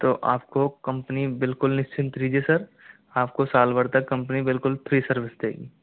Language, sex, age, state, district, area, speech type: Hindi, male, 60+, Rajasthan, Jaipur, urban, conversation